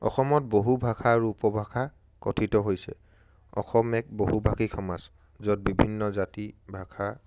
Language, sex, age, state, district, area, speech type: Assamese, male, 18-30, Assam, Charaideo, urban, spontaneous